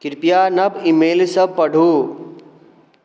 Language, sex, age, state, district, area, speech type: Maithili, male, 18-30, Bihar, Darbhanga, rural, read